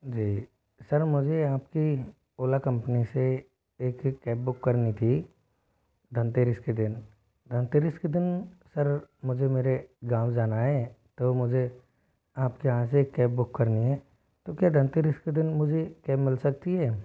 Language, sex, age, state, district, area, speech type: Hindi, male, 18-30, Rajasthan, Jodhpur, rural, spontaneous